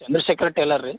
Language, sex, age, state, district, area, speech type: Kannada, male, 18-30, Karnataka, Gulbarga, urban, conversation